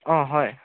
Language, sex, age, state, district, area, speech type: Assamese, male, 18-30, Assam, Dhemaji, urban, conversation